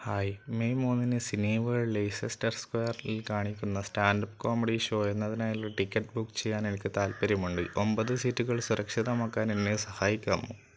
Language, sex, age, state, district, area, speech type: Malayalam, male, 18-30, Kerala, Wayanad, rural, read